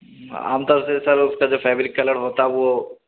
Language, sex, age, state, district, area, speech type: Urdu, male, 18-30, Delhi, North West Delhi, urban, conversation